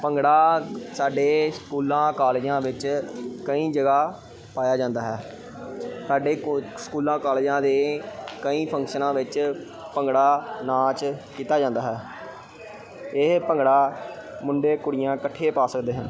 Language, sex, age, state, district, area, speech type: Punjabi, male, 18-30, Punjab, Pathankot, urban, spontaneous